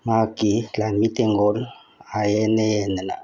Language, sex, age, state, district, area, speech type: Manipuri, male, 60+, Manipur, Bishnupur, rural, spontaneous